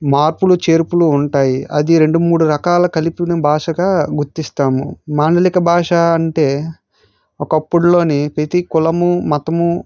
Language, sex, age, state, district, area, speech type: Telugu, male, 30-45, Andhra Pradesh, Vizianagaram, rural, spontaneous